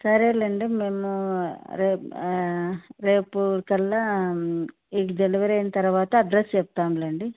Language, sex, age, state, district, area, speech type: Telugu, male, 18-30, Andhra Pradesh, Nandyal, rural, conversation